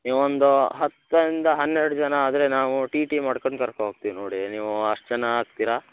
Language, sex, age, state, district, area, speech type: Kannada, male, 18-30, Karnataka, Shimoga, rural, conversation